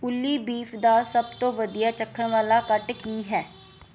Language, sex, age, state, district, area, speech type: Punjabi, female, 30-45, Punjab, Pathankot, urban, read